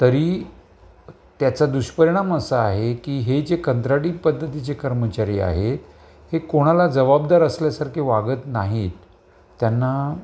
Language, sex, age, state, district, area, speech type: Marathi, male, 60+, Maharashtra, Palghar, urban, spontaneous